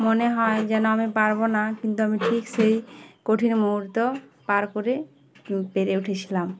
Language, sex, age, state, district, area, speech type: Bengali, female, 18-30, West Bengal, Uttar Dinajpur, urban, spontaneous